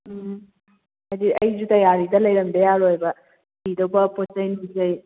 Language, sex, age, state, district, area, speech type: Manipuri, female, 30-45, Manipur, Kakching, rural, conversation